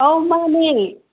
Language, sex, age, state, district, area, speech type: Manipuri, female, 30-45, Manipur, Kangpokpi, urban, conversation